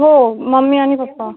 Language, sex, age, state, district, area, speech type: Marathi, female, 18-30, Maharashtra, Akola, rural, conversation